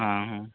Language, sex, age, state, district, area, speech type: Odia, male, 18-30, Odisha, Nuapada, urban, conversation